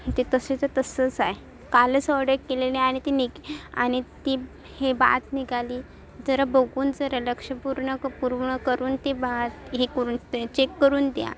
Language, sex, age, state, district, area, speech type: Marathi, female, 18-30, Maharashtra, Sindhudurg, rural, spontaneous